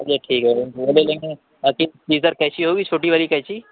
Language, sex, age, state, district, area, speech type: Urdu, male, 18-30, Uttar Pradesh, Lucknow, urban, conversation